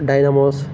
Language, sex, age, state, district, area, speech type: Telugu, male, 18-30, Telangana, Nirmal, rural, spontaneous